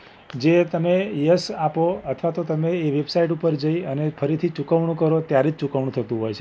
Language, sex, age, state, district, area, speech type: Gujarati, male, 45-60, Gujarat, Ahmedabad, urban, spontaneous